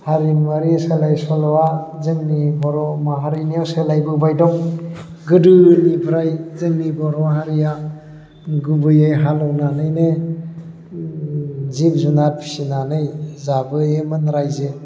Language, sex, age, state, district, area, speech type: Bodo, male, 45-60, Assam, Baksa, urban, spontaneous